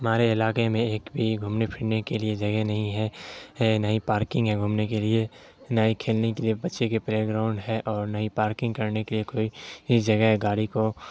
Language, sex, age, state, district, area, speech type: Urdu, male, 30-45, Bihar, Supaul, rural, spontaneous